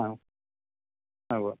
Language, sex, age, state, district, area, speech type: Malayalam, male, 60+, Kerala, Idukki, rural, conversation